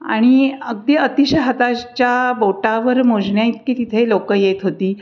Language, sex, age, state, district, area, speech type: Marathi, female, 60+, Maharashtra, Pune, urban, spontaneous